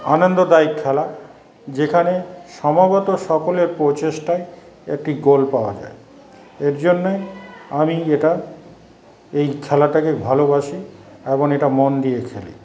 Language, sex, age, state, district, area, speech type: Bengali, male, 45-60, West Bengal, Paschim Bardhaman, urban, spontaneous